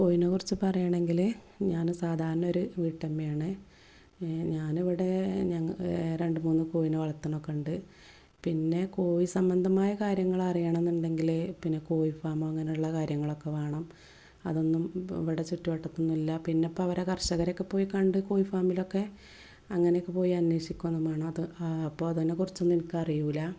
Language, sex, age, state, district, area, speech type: Malayalam, female, 30-45, Kerala, Malappuram, rural, spontaneous